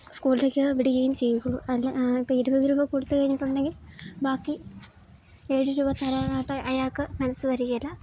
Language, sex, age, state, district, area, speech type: Malayalam, female, 18-30, Kerala, Idukki, rural, spontaneous